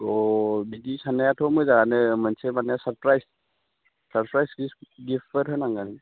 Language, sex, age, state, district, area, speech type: Bodo, male, 18-30, Assam, Udalguri, urban, conversation